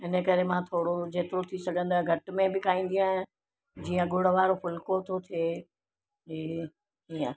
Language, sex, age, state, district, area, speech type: Sindhi, female, 60+, Gujarat, Surat, urban, spontaneous